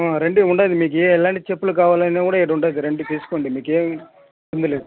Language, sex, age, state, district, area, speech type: Telugu, male, 18-30, Andhra Pradesh, Sri Balaji, urban, conversation